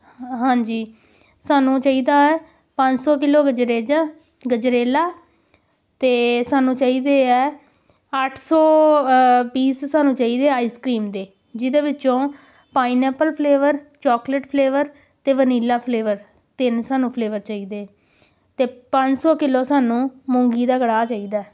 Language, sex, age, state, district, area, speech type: Punjabi, female, 18-30, Punjab, Amritsar, urban, spontaneous